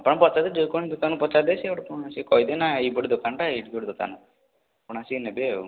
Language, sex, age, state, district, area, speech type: Odia, male, 18-30, Odisha, Puri, urban, conversation